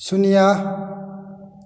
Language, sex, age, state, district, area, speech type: Manipuri, male, 60+, Manipur, Kakching, rural, read